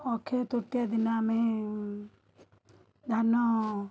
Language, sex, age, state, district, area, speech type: Odia, female, 30-45, Odisha, Cuttack, urban, spontaneous